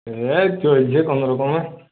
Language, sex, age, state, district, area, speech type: Bengali, male, 45-60, West Bengal, Purulia, urban, conversation